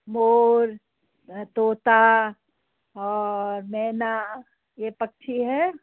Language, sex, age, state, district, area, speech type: Hindi, female, 60+, Madhya Pradesh, Gwalior, rural, conversation